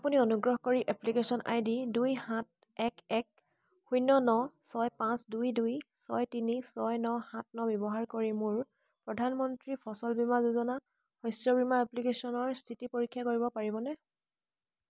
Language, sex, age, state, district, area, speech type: Assamese, female, 18-30, Assam, Charaideo, rural, read